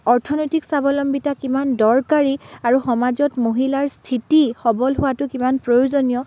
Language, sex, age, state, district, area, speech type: Assamese, female, 18-30, Assam, Dibrugarh, rural, spontaneous